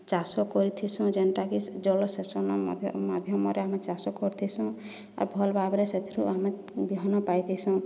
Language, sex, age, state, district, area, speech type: Odia, female, 30-45, Odisha, Boudh, rural, spontaneous